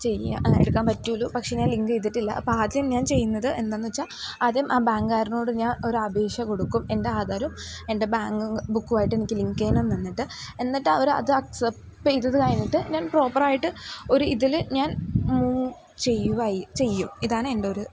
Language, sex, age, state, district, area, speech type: Malayalam, female, 18-30, Kerala, Idukki, rural, spontaneous